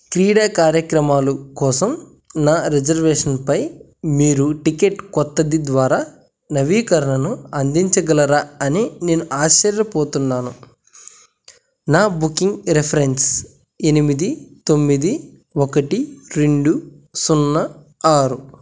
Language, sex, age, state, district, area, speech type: Telugu, male, 18-30, Andhra Pradesh, Krishna, rural, read